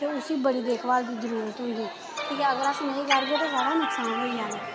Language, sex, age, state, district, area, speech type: Dogri, female, 18-30, Jammu and Kashmir, Reasi, rural, spontaneous